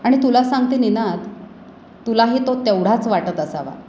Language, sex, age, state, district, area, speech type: Marathi, female, 45-60, Maharashtra, Pune, urban, spontaneous